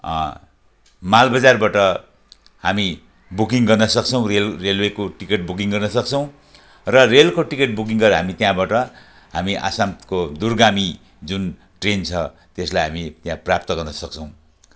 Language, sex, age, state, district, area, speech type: Nepali, male, 60+, West Bengal, Jalpaiguri, rural, spontaneous